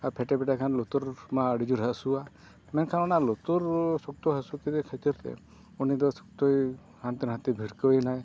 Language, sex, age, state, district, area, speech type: Santali, male, 45-60, Odisha, Mayurbhanj, rural, spontaneous